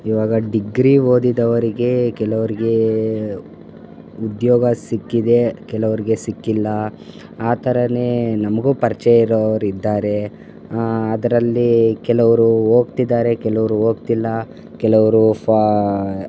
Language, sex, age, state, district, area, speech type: Kannada, male, 18-30, Karnataka, Chikkaballapur, rural, spontaneous